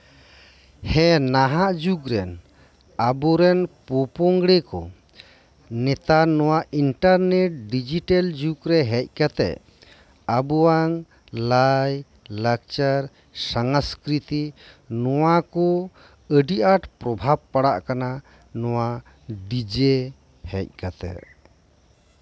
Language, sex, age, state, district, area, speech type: Santali, male, 45-60, West Bengal, Birbhum, rural, spontaneous